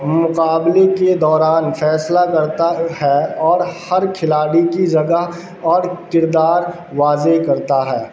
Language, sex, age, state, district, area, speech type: Urdu, male, 18-30, Bihar, Darbhanga, urban, spontaneous